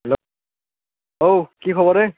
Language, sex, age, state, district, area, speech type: Assamese, male, 18-30, Assam, Udalguri, rural, conversation